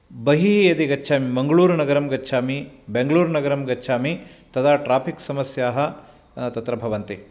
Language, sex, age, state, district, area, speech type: Sanskrit, male, 45-60, Karnataka, Uttara Kannada, rural, spontaneous